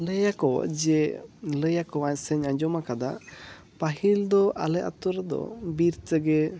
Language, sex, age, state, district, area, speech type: Santali, male, 18-30, West Bengal, Jhargram, rural, spontaneous